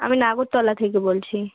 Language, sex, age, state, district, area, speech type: Bengali, female, 30-45, West Bengal, South 24 Parganas, rural, conversation